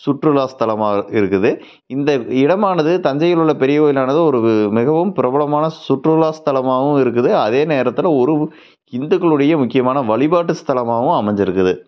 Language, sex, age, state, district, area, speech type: Tamil, male, 30-45, Tamil Nadu, Tiruppur, rural, spontaneous